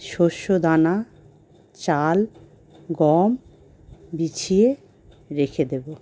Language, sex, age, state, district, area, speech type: Bengali, female, 45-60, West Bengal, Howrah, urban, spontaneous